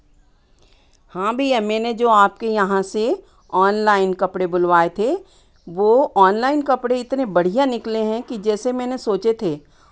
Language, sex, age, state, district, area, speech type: Hindi, female, 60+, Madhya Pradesh, Hoshangabad, urban, spontaneous